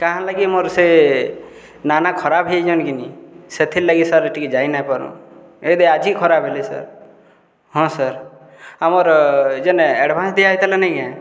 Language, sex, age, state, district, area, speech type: Odia, male, 30-45, Odisha, Boudh, rural, spontaneous